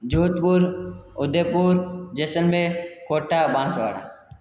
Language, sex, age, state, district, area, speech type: Hindi, male, 18-30, Rajasthan, Jodhpur, urban, spontaneous